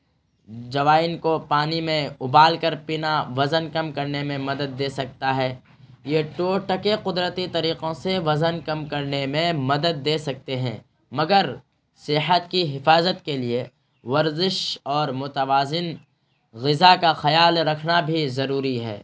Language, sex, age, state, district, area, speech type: Urdu, male, 30-45, Bihar, Araria, rural, spontaneous